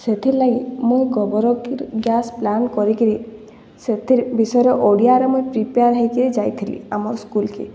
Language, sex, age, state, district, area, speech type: Odia, female, 18-30, Odisha, Boudh, rural, spontaneous